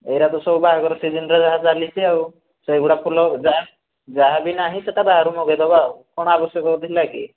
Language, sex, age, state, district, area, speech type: Odia, male, 18-30, Odisha, Rayagada, rural, conversation